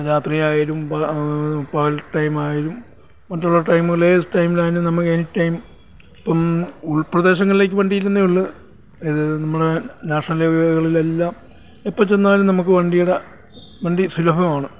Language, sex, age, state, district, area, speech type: Malayalam, male, 45-60, Kerala, Alappuzha, urban, spontaneous